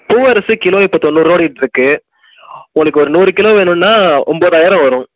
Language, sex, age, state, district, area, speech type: Tamil, male, 18-30, Tamil Nadu, Nagapattinam, rural, conversation